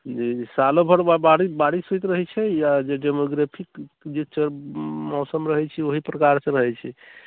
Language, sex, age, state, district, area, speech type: Maithili, male, 45-60, Bihar, Sitamarhi, rural, conversation